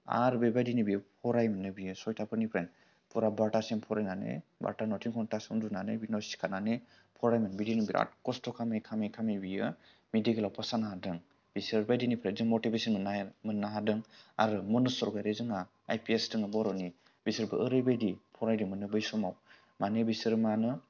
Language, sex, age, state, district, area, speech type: Bodo, male, 18-30, Assam, Udalguri, rural, spontaneous